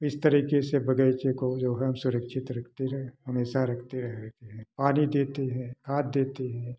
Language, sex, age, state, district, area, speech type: Hindi, male, 60+, Uttar Pradesh, Prayagraj, rural, spontaneous